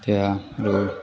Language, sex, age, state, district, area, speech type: Assamese, male, 18-30, Assam, Barpeta, rural, spontaneous